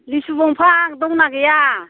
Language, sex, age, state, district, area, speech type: Bodo, female, 60+, Assam, Baksa, urban, conversation